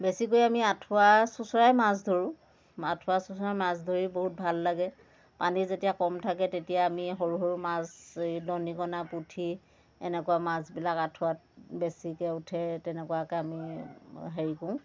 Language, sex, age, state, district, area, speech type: Assamese, female, 60+, Assam, Dhemaji, rural, spontaneous